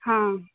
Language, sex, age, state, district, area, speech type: Goan Konkani, female, 18-30, Goa, Murmgao, rural, conversation